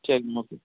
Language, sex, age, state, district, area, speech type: Tamil, male, 30-45, Tamil Nadu, Nagapattinam, rural, conversation